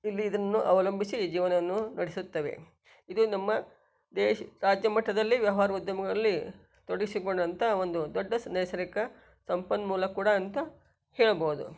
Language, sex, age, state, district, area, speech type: Kannada, female, 60+, Karnataka, Shimoga, rural, spontaneous